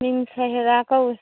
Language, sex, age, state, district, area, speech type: Manipuri, female, 45-60, Manipur, Churachandpur, rural, conversation